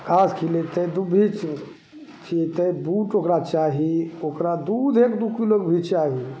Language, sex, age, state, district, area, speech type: Maithili, male, 60+, Bihar, Begusarai, urban, spontaneous